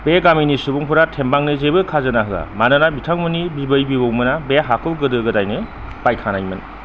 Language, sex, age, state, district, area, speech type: Bodo, male, 45-60, Assam, Kokrajhar, rural, read